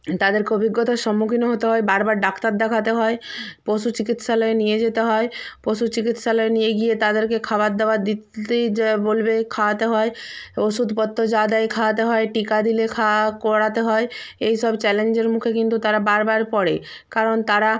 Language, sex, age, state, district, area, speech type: Bengali, female, 45-60, West Bengal, Purba Medinipur, rural, spontaneous